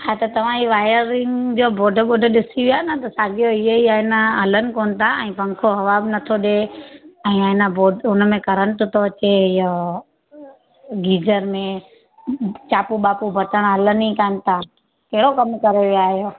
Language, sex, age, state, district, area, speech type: Sindhi, female, 30-45, Gujarat, Surat, urban, conversation